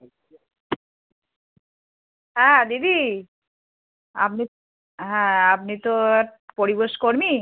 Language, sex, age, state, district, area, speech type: Bengali, female, 30-45, West Bengal, Birbhum, urban, conversation